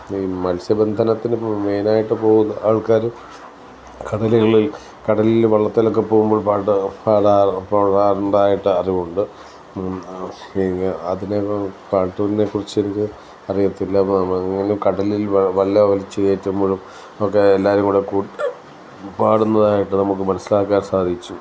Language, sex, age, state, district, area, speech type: Malayalam, male, 45-60, Kerala, Alappuzha, rural, spontaneous